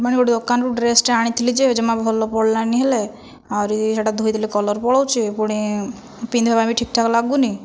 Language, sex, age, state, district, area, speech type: Odia, female, 30-45, Odisha, Kandhamal, rural, spontaneous